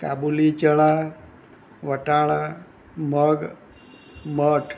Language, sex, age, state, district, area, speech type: Gujarati, male, 60+, Gujarat, Anand, urban, spontaneous